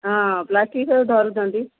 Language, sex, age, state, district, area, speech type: Odia, female, 60+, Odisha, Kendrapara, urban, conversation